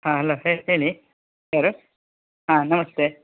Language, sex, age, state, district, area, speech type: Kannada, male, 60+, Karnataka, Shimoga, rural, conversation